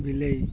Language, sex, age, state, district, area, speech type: Odia, male, 18-30, Odisha, Malkangiri, urban, read